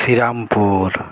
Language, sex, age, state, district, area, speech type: Bengali, male, 30-45, West Bengal, Alipurduar, rural, spontaneous